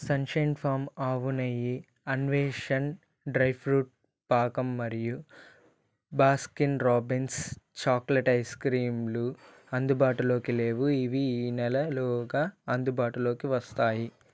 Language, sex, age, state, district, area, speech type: Telugu, male, 18-30, Andhra Pradesh, Eluru, urban, read